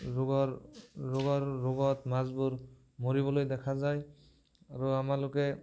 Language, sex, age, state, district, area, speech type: Assamese, male, 18-30, Assam, Barpeta, rural, spontaneous